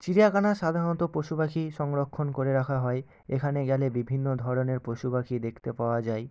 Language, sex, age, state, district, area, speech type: Bengali, male, 18-30, West Bengal, Nadia, urban, spontaneous